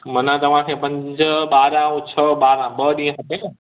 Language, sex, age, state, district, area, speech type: Sindhi, male, 30-45, Gujarat, Kutch, rural, conversation